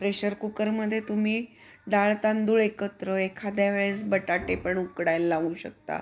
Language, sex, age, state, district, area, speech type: Marathi, female, 60+, Maharashtra, Pune, urban, spontaneous